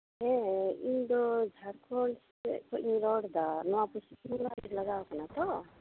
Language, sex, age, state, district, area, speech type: Santali, female, 30-45, West Bengal, Uttar Dinajpur, rural, conversation